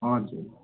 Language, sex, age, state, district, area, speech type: Nepali, male, 18-30, West Bengal, Darjeeling, rural, conversation